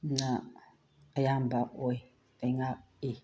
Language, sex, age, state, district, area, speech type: Manipuri, female, 60+, Manipur, Tengnoupal, rural, spontaneous